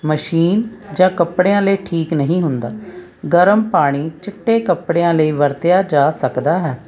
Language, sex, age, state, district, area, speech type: Punjabi, female, 45-60, Punjab, Hoshiarpur, urban, spontaneous